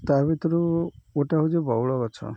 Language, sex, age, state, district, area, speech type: Odia, male, 45-60, Odisha, Jagatsinghpur, urban, spontaneous